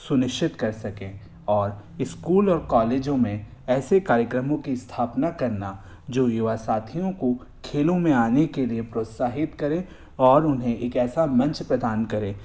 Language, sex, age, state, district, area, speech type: Hindi, male, 18-30, Madhya Pradesh, Bhopal, urban, spontaneous